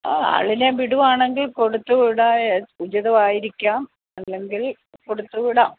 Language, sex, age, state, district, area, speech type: Malayalam, female, 60+, Kerala, Kottayam, urban, conversation